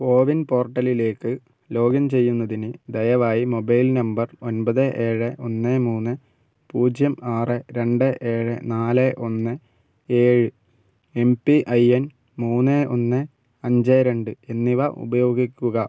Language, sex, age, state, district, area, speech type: Malayalam, male, 60+, Kerala, Wayanad, rural, read